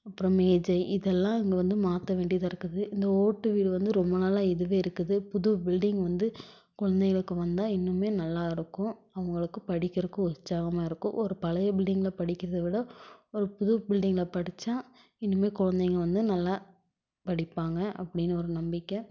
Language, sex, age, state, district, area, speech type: Tamil, female, 18-30, Tamil Nadu, Tiruppur, rural, spontaneous